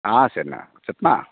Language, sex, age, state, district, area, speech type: Tamil, male, 30-45, Tamil Nadu, Theni, rural, conversation